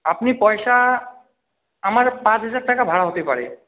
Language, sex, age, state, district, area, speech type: Bengali, male, 18-30, West Bengal, Jalpaiguri, rural, conversation